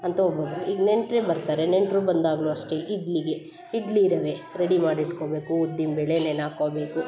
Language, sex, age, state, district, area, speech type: Kannada, female, 45-60, Karnataka, Hassan, urban, spontaneous